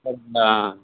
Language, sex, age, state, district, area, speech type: Tamil, male, 60+, Tamil Nadu, Cuddalore, rural, conversation